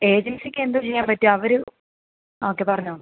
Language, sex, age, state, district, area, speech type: Malayalam, female, 18-30, Kerala, Kottayam, rural, conversation